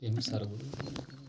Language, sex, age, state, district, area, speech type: Kashmiri, male, 30-45, Jammu and Kashmir, Anantnag, rural, spontaneous